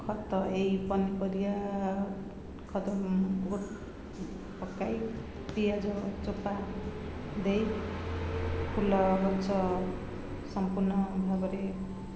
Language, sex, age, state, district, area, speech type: Odia, female, 45-60, Odisha, Ganjam, urban, spontaneous